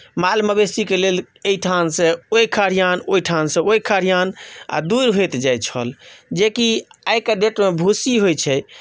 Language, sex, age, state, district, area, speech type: Maithili, male, 30-45, Bihar, Madhubani, rural, spontaneous